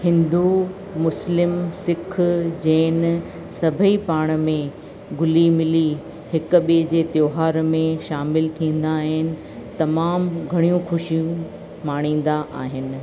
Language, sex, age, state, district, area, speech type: Sindhi, female, 45-60, Rajasthan, Ajmer, urban, spontaneous